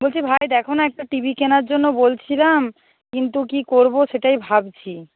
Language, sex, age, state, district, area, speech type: Bengali, female, 45-60, West Bengal, Nadia, rural, conversation